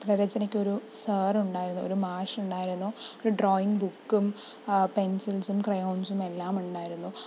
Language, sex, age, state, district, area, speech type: Malayalam, female, 45-60, Kerala, Palakkad, rural, spontaneous